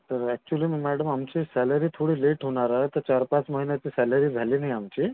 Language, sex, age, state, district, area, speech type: Marathi, male, 30-45, Maharashtra, Amravati, urban, conversation